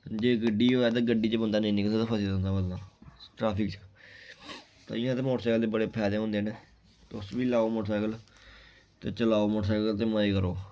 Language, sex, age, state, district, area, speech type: Dogri, male, 18-30, Jammu and Kashmir, Kathua, rural, spontaneous